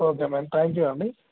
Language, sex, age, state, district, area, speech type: Telugu, male, 18-30, Telangana, Jagtial, urban, conversation